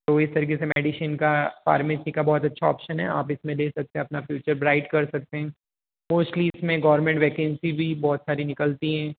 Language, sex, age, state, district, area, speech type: Hindi, male, 18-30, Rajasthan, Jodhpur, urban, conversation